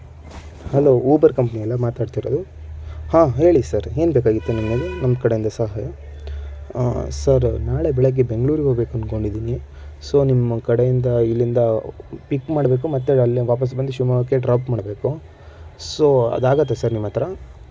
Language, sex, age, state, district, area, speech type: Kannada, male, 18-30, Karnataka, Shimoga, rural, spontaneous